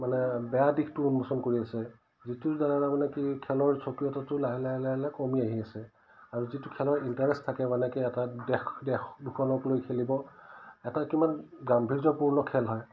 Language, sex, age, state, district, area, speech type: Assamese, male, 45-60, Assam, Udalguri, rural, spontaneous